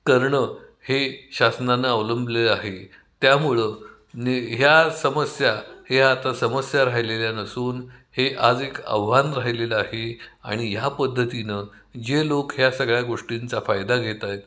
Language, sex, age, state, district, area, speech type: Marathi, male, 60+, Maharashtra, Kolhapur, urban, spontaneous